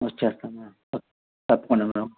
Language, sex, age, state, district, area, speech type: Telugu, male, 45-60, Andhra Pradesh, Konaseema, rural, conversation